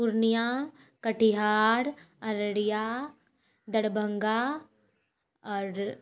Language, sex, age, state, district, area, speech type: Maithili, female, 18-30, Bihar, Purnia, rural, spontaneous